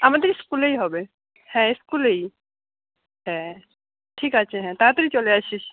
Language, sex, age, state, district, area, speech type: Bengali, female, 18-30, West Bengal, Jalpaiguri, rural, conversation